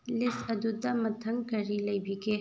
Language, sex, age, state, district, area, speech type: Manipuri, female, 30-45, Manipur, Thoubal, rural, read